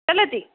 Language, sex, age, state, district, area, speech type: Sanskrit, female, 30-45, Maharashtra, Nagpur, urban, conversation